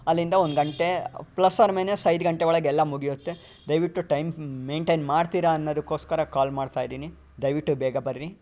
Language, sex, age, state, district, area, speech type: Kannada, male, 45-60, Karnataka, Chitradurga, rural, spontaneous